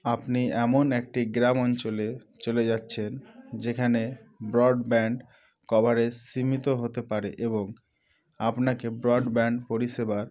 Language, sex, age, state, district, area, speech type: Bengali, male, 18-30, West Bengal, Murshidabad, urban, spontaneous